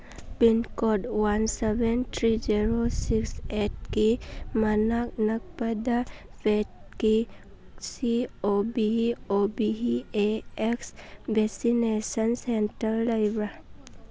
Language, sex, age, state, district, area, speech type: Manipuri, female, 18-30, Manipur, Churachandpur, rural, read